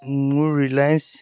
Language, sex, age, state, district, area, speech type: Assamese, male, 30-45, Assam, Dhemaji, rural, read